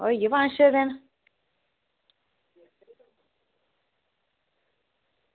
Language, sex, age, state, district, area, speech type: Dogri, female, 30-45, Jammu and Kashmir, Reasi, rural, conversation